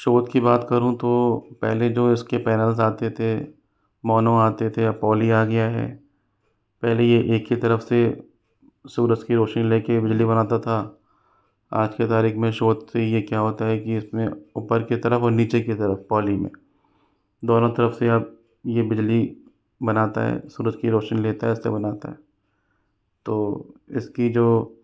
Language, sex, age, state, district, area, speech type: Hindi, male, 60+, Rajasthan, Jaipur, urban, spontaneous